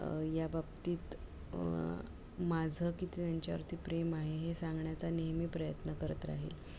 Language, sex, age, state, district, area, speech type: Marathi, female, 30-45, Maharashtra, Mumbai Suburban, urban, spontaneous